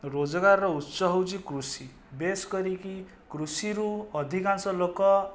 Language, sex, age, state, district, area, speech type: Odia, male, 18-30, Odisha, Jajpur, rural, spontaneous